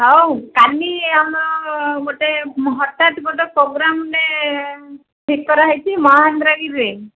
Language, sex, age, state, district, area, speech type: Odia, female, 60+, Odisha, Gajapati, rural, conversation